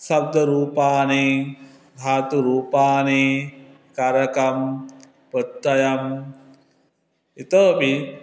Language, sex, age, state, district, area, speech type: Sanskrit, male, 30-45, West Bengal, Dakshin Dinajpur, urban, spontaneous